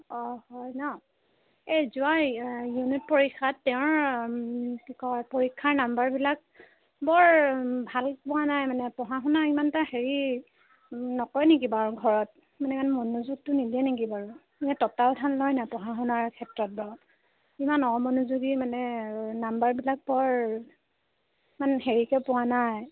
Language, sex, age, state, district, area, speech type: Assamese, female, 18-30, Assam, Sivasagar, rural, conversation